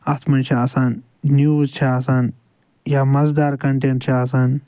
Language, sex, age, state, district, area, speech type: Kashmiri, male, 60+, Jammu and Kashmir, Ganderbal, urban, spontaneous